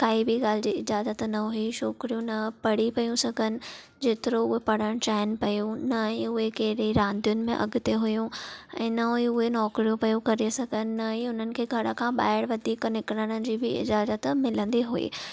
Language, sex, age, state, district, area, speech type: Sindhi, female, 18-30, Maharashtra, Thane, urban, spontaneous